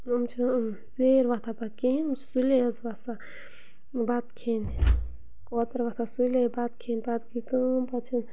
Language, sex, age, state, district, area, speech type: Kashmiri, female, 18-30, Jammu and Kashmir, Bandipora, rural, spontaneous